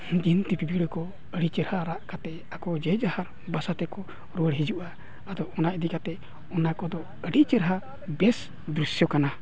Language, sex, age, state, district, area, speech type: Santali, male, 45-60, Odisha, Mayurbhanj, rural, spontaneous